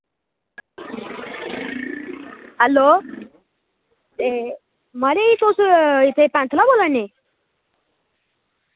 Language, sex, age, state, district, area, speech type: Dogri, male, 18-30, Jammu and Kashmir, Reasi, rural, conversation